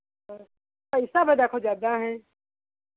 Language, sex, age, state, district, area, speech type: Hindi, female, 45-60, Uttar Pradesh, Hardoi, rural, conversation